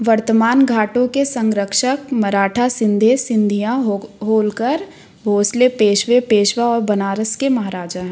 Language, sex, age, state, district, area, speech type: Hindi, female, 30-45, Madhya Pradesh, Jabalpur, urban, read